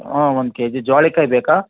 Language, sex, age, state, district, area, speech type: Kannada, male, 30-45, Karnataka, Vijayanagara, rural, conversation